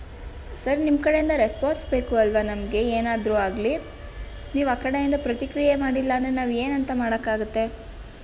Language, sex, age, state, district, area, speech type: Kannada, female, 18-30, Karnataka, Tumkur, rural, spontaneous